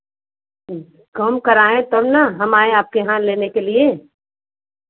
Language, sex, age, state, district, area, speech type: Hindi, female, 30-45, Uttar Pradesh, Varanasi, rural, conversation